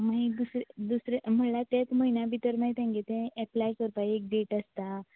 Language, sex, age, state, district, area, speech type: Goan Konkani, female, 18-30, Goa, Quepem, rural, conversation